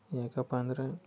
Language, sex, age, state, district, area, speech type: Kannada, male, 18-30, Karnataka, Chamarajanagar, rural, spontaneous